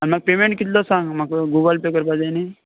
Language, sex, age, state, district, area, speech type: Goan Konkani, male, 18-30, Goa, Canacona, rural, conversation